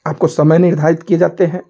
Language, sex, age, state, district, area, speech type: Hindi, male, 45-60, Uttar Pradesh, Ghazipur, rural, spontaneous